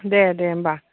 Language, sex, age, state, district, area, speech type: Bodo, female, 30-45, Assam, Baksa, rural, conversation